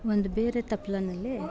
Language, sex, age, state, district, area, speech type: Kannada, female, 30-45, Karnataka, Bangalore Rural, rural, spontaneous